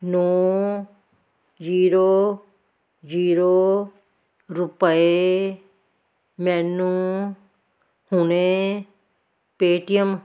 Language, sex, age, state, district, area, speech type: Punjabi, female, 60+, Punjab, Fazilka, rural, read